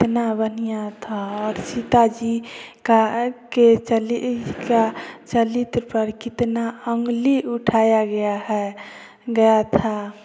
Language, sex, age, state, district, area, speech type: Hindi, female, 30-45, Bihar, Samastipur, rural, spontaneous